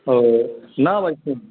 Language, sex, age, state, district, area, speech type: Maithili, male, 18-30, Bihar, Muzaffarpur, rural, conversation